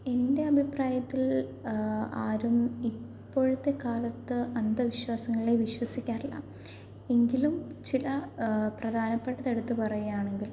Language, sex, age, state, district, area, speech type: Malayalam, female, 18-30, Kerala, Pathanamthitta, urban, spontaneous